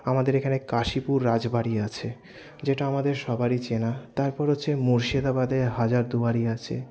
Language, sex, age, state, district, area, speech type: Bengali, male, 60+, West Bengal, Paschim Bardhaman, urban, spontaneous